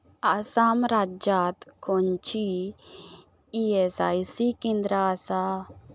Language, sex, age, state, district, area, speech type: Goan Konkani, female, 45-60, Goa, Ponda, rural, read